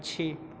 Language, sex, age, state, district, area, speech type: Hindi, male, 30-45, Uttar Pradesh, Azamgarh, rural, read